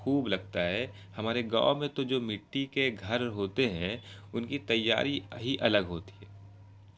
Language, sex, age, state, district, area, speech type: Urdu, male, 18-30, Bihar, Araria, rural, spontaneous